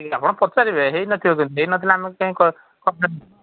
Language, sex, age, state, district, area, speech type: Odia, male, 45-60, Odisha, Sambalpur, rural, conversation